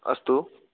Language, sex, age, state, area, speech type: Sanskrit, male, 18-30, Rajasthan, urban, conversation